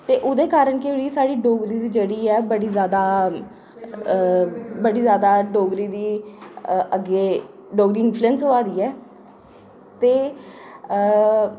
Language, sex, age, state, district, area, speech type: Dogri, female, 30-45, Jammu and Kashmir, Jammu, urban, spontaneous